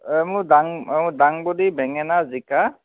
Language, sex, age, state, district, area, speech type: Assamese, male, 18-30, Assam, Jorhat, urban, conversation